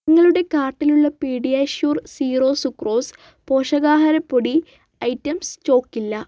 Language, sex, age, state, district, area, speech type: Malayalam, female, 30-45, Kerala, Wayanad, rural, read